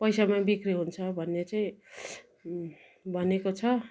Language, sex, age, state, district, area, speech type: Nepali, female, 45-60, West Bengal, Darjeeling, rural, spontaneous